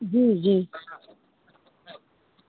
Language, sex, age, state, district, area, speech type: Hindi, female, 60+, Uttar Pradesh, Lucknow, rural, conversation